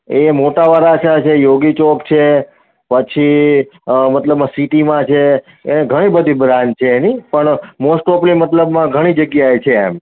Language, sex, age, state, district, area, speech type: Gujarati, male, 30-45, Gujarat, Surat, urban, conversation